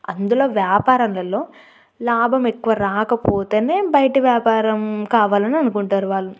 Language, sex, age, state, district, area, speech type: Telugu, female, 18-30, Telangana, Yadadri Bhuvanagiri, rural, spontaneous